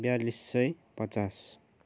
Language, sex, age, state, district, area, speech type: Nepali, male, 30-45, West Bengal, Kalimpong, rural, spontaneous